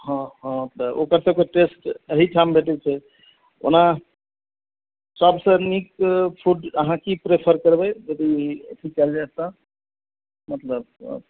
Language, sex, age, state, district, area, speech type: Maithili, male, 30-45, Bihar, Madhubani, rural, conversation